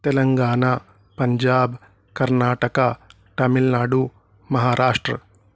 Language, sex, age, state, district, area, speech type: Urdu, male, 30-45, Telangana, Hyderabad, urban, spontaneous